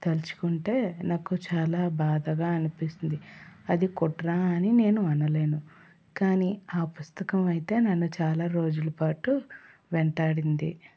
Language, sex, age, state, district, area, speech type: Telugu, female, 18-30, Andhra Pradesh, Anakapalli, rural, spontaneous